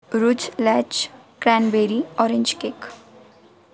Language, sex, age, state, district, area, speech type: Marathi, female, 18-30, Maharashtra, Beed, urban, spontaneous